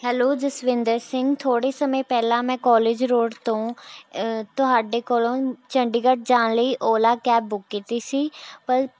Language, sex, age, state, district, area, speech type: Punjabi, female, 18-30, Punjab, Rupnagar, urban, spontaneous